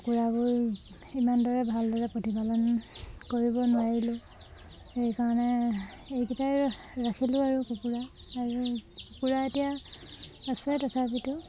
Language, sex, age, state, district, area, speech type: Assamese, female, 30-45, Assam, Sivasagar, rural, spontaneous